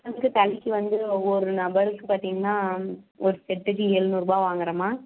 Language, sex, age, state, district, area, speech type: Tamil, female, 60+, Tamil Nadu, Dharmapuri, urban, conversation